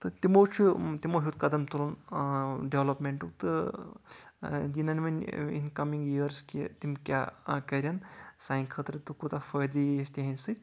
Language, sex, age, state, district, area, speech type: Kashmiri, male, 18-30, Jammu and Kashmir, Anantnag, rural, spontaneous